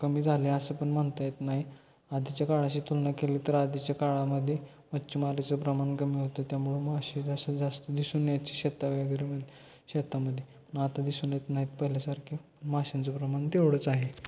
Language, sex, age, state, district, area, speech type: Marathi, male, 18-30, Maharashtra, Satara, urban, spontaneous